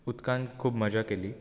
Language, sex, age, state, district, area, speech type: Goan Konkani, male, 18-30, Goa, Bardez, urban, spontaneous